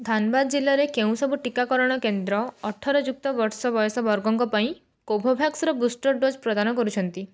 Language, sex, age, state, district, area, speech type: Odia, female, 18-30, Odisha, Cuttack, urban, read